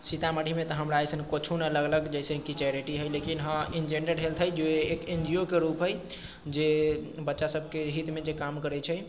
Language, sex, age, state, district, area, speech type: Maithili, male, 45-60, Bihar, Sitamarhi, urban, spontaneous